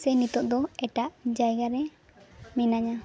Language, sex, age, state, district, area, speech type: Santali, female, 18-30, West Bengal, Jhargram, rural, spontaneous